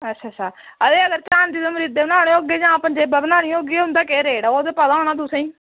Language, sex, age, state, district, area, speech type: Dogri, female, 18-30, Jammu and Kashmir, Reasi, rural, conversation